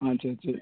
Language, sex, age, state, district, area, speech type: Tamil, male, 30-45, Tamil Nadu, Thoothukudi, rural, conversation